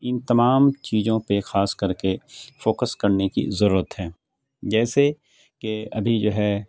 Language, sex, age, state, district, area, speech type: Urdu, male, 45-60, Bihar, Khagaria, rural, spontaneous